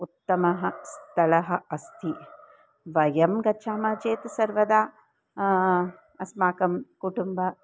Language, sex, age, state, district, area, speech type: Sanskrit, female, 60+, Karnataka, Dharwad, urban, spontaneous